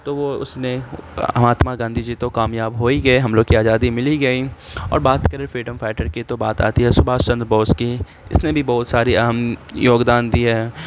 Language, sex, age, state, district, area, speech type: Urdu, male, 18-30, Bihar, Saharsa, rural, spontaneous